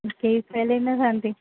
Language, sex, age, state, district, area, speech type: Odia, female, 18-30, Odisha, Sundergarh, urban, conversation